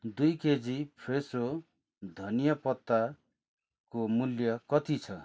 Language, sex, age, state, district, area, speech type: Nepali, male, 30-45, West Bengal, Darjeeling, rural, read